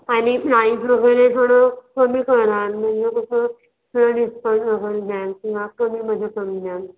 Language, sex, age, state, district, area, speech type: Marathi, female, 18-30, Maharashtra, Nagpur, urban, conversation